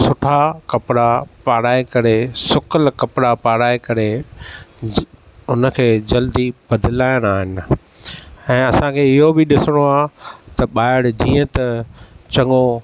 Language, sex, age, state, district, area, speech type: Sindhi, male, 45-60, Maharashtra, Thane, urban, spontaneous